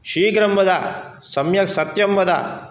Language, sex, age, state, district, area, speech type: Sanskrit, male, 45-60, Karnataka, Udupi, urban, spontaneous